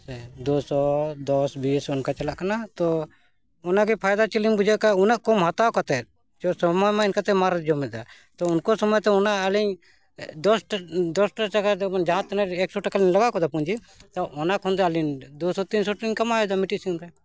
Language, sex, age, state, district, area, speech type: Santali, male, 45-60, Jharkhand, Bokaro, rural, spontaneous